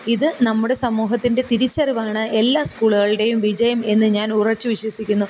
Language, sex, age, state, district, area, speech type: Malayalam, female, 30-45, Kerala, Kollam, rural, spontaneous